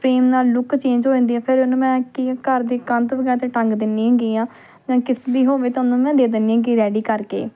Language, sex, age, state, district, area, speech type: Punjabi, female, 18-30, Punjab, Tarn Taran, urban, spontaneous